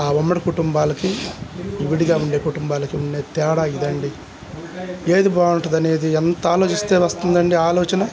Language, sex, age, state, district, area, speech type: Telugu, male, 60+, Andhra Pradesh, Guntur, urban, spontaneous